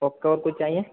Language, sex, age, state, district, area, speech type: Hindi, male, 30-45, Madhya Pradesh, Harda, urban, conversation